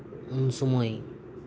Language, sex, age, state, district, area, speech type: Santali, male, 30-45, West Bengal, Birbhum, rural, spontaneous